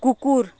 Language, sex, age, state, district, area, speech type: Bengali, female, 45-60, West Bengal, Paschim Medinipur, rural, read